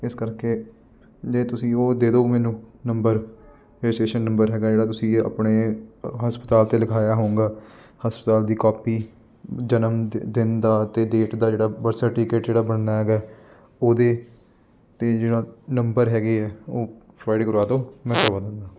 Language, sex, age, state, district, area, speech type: Punjabi, male, 18-30, Punjab, Ludhiana, urban, spontaneous